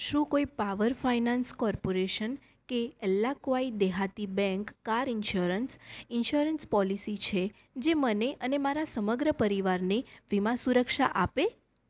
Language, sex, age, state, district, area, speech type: Gujarati, female, 18-30, Gujarat, Mehsana, rural, read